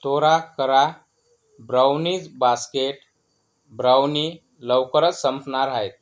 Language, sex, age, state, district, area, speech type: Marathi, male, 30-45, Maharashtra, Yavatmal, rural, read